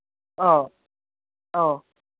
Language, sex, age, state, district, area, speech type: Manipuri, female, 45-60, Manipur, Kangpokpi, urban, conversation